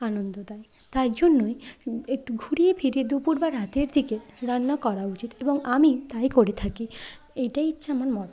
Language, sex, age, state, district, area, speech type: Bengali, female, 30-45, West Bengal, Bankura, urban, spontaneous